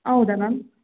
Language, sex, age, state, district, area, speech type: Kannada, female, 18-30, Karnataka, Hassan, urban, conversation